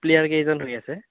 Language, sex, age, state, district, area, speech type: Assamese, male, 18-30, Assam, Goalpara, urban, conversation